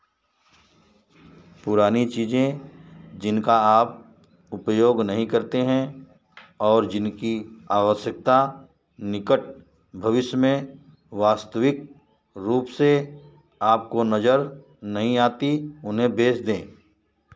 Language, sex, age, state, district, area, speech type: Hindi, male, 45-60, Uttar Pradesh, Varanasi, rural, read